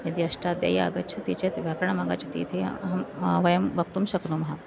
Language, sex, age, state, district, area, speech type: Sanskrit, female, 45-60, Maharashtra, Nagpur, urban, spontaneous